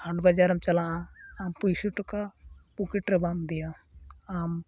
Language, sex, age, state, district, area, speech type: Santali, male, 18-30, West Bengal, Uttar Dinajpur, rural, spontaneous